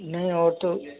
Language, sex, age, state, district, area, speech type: Hindi, male, 60+, Rajasthan, Karauli, rural, conversation